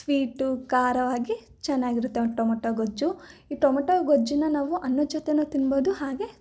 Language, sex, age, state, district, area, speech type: Kannada, female, 18-30, Karnataka, Mysore, urban, spontaneous